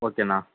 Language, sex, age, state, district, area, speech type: Tamil, male, 18-30, Tamil Nadu, Sivaganga, rural, conversation